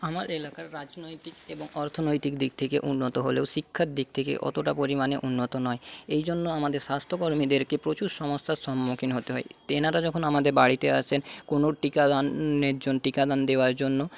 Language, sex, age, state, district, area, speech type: Bengali, male, 45-60, West Bengal, Paschim Medinipur, rural, spontaneous